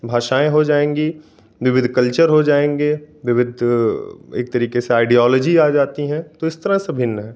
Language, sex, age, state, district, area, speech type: Hindi, male, 18-30, Delhi, New Delhi, urban, spontaneous